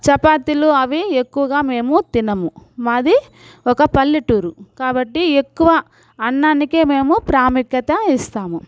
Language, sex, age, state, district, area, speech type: Telugu, female, 45-60, Andhra Pradesh, Sri Balaji, urban, spontaneous